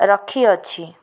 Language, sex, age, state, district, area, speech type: Odia, female, 45-60, Odisha, Cuttack, urban, spontaneous